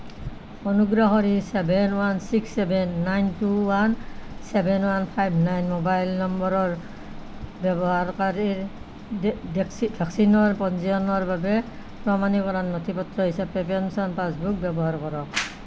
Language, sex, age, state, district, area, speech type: Assamese, female, 60+, Assam, Nalbari, rural, read